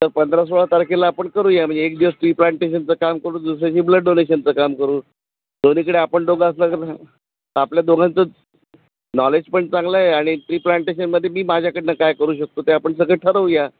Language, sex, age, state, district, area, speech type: Marathi, male, 60+, Maharashtra, Nashik, urban, conversation